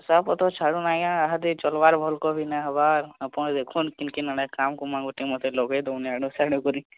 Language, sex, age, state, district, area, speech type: Odia, male, 45-60, Odisha, Nuapada, urban, conversation